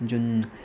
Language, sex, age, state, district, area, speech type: Nepali, male, 18-30, West Bengal, Kalimpong, rural, spontaneous